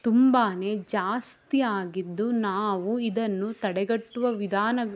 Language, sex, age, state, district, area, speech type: Kannada, female, 18-30, Karnataka, Mandya, rural, spontaneous